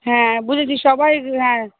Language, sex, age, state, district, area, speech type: Bengali, female, 30-45, West Bengal, Hooghly, urban, conversation